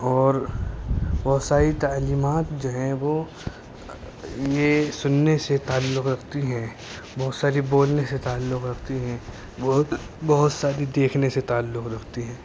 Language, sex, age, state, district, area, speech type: Urdu, male, 18-30, Uttar Pradesh, Muzaffarnagar, urban, spontaneous